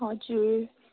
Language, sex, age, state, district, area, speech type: Nepali, female, 18-30, West Bengal, Kalimpong, rural, conversation